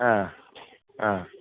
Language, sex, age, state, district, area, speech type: Malayalam, male, 45-60, Kerala, Alappuzha, urban, conversation